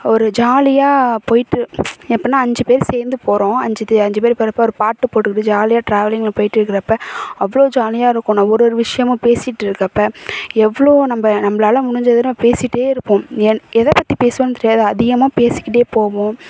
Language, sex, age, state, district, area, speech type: Tamil, female, 18-30, Tamil Nadu, Thanjavur, urban, spontaneous